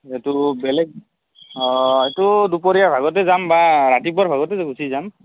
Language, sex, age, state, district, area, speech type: Assamese, male, 18-30, Assam, Barpeta, rural, conversation